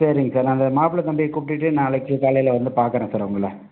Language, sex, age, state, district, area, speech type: Tamil, male, 45-60, Tamil Nadu, Pudukkottai, rural, conversation